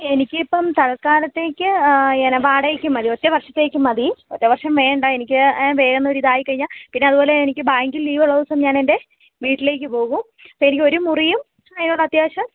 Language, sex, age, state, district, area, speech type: Malayalam, female, 18-30, Kerala, Kozhikode, rural, conversation